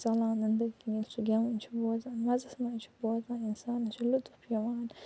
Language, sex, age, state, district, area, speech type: Kashmiri, female, 45-60, Jammu and Kashmir, Ganderbal, urban, spontaneous